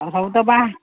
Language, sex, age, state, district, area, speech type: Odia, female, 60+, Odisha, Gajapati, rural, conversation